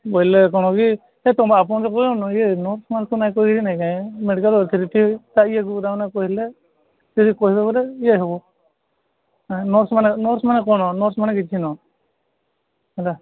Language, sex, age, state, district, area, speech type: Odia, male, 30-45, Odisha, Sambalpur, rural, conversation